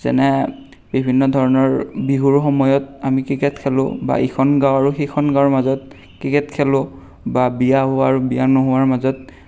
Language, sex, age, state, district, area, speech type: Assamese, male, 18-30, Assam, Darrang, rural, spontaneous